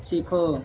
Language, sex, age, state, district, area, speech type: Hindi, male, 30-45, Uttar Pradesh, Mau, rural, read